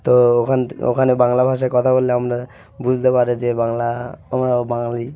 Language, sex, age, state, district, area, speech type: Bengali, male, 30-45, West Bengal, South 24 Parganas, rural, spontaneous